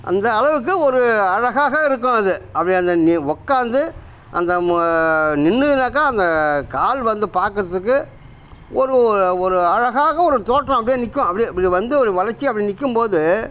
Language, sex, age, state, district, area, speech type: Tamil, male, 45-60, Tamil Nadu, Kallakurichi, rural, spontaneous